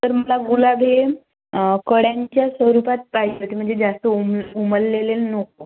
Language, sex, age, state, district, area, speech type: Marathi, female, 18-30, Maharashtra, Wardha, urban, conversation